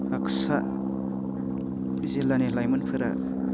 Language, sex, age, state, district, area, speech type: Bodo, male, 30-45, Assam, Baksa, urban, spontaneous